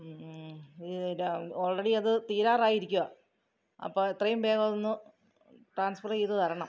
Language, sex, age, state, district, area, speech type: Malayalam, female, 45-60, Kerala, Kottayam, rural, spontaneous